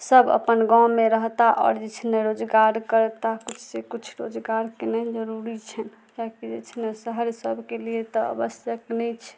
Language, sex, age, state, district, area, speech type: Maithili, female, 30-45, Bihar, Madhubani, rural, spontaneous